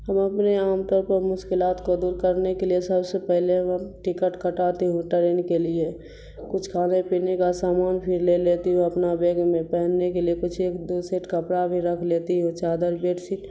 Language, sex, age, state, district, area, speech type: Urdu, female, 45-60, Bihar, Khagaria, rural, spontaneous